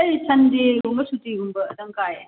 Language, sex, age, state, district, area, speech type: Manipuri, female, 30-45, Manipur, Imphal West, urban, conversation